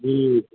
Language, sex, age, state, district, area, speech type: Urdu, male, 60+, Bihar, Supaul, rural, conversation